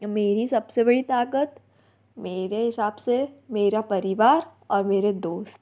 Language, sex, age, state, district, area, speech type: Hindi, female, 30-45, Madhya Pradesh, Bhopal, urban, spontaneous